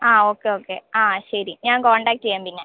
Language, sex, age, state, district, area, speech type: Malayalam, female, 18-30, Kerala, Kottayam, rural, conversation